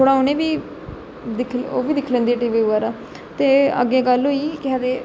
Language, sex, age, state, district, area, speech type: Dogri, female, 18-30, Jammu and Kashmir, Jammu, urban, spontaneous